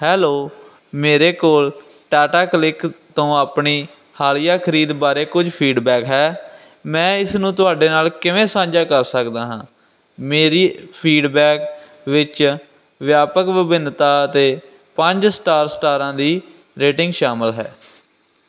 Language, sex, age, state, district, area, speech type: Punjabi, male, 18-30, Punjab, Firozpur, urban, read